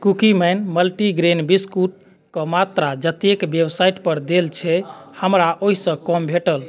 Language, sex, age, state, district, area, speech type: Maithili, male, 30-45, Bihar, Madhubani, rural, read